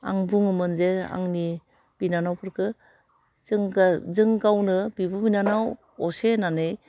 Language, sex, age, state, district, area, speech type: Bodo, female, 60+, Assam, Udalguri, urban, spontaneous